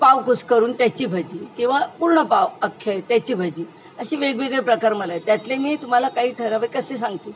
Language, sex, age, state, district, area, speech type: Marathi, female, 60+, Maharashtra, Mumbai Suburban, urban, spontaneous